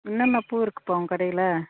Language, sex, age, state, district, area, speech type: Tamil, female, 60+, Tamil Nadu, Tiruvannamalai, rural, conversation